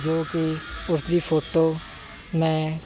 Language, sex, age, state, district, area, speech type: Punjabi, male, 18-30, Punjab, Mansa, urban, spontaneous